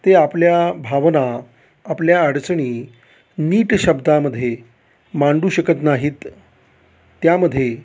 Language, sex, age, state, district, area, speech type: Marathi, male, 45-60, Maharashtra, Satara, rural, spontaneous